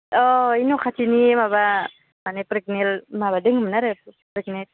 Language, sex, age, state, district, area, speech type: Bodo, female, 18-30, Assam, Udalguri, rural, conversation